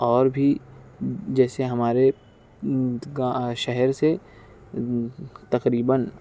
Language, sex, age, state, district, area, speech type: Urdu, male, 45-60, Maharashtra, Nashik, urban, spontaneous